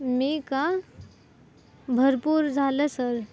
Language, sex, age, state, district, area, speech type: Marathi, female, 18-30, Maharashtra, Nashik, urban, spontaneous